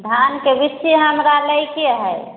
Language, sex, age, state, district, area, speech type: Maithili, female, 30-45, Bihar, Samastipur, rural, conversation